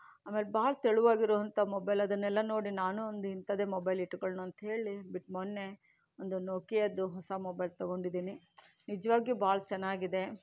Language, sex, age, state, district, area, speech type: Kannada, female, 60+, Karnataka, Shimoga, rural, spontaneous